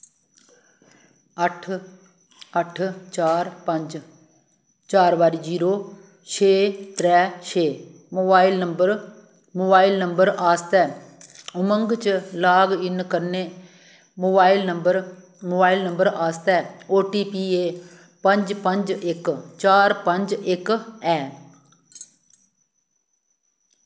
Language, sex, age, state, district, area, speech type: Dogri, female, 60+, Jammu and Kashmir, Reasi, rural, read